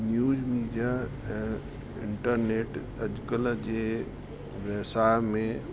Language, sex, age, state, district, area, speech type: Sindhi, male, 60+, Uttar Pradesh, Lucknow, rural, spontaneous